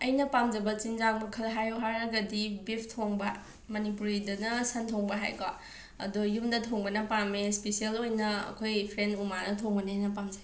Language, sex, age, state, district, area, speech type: Manipuri, female, 30-45, Manipur, Imphal West, urban, spontaneous